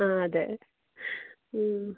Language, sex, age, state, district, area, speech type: Malayalam, female, 45-60, Kerala, Kozhikode, urban, conversation